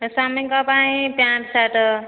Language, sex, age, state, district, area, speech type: Odia, female, 30-45, Odisha, Nayagarh, rural, conversation